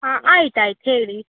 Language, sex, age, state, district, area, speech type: Kannada, female, 18-30, Karnataka, Uttara Kannada, rural, conversation